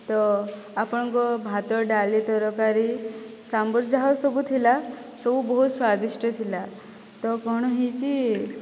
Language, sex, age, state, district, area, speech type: Odia, female, 18-30, Odisha, Boudh, rural, spontaneous